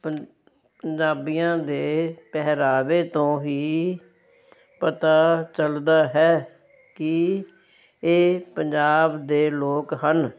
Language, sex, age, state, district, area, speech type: Punjabi, female, 60+, Punjab, Fazilka, rural, spontaneous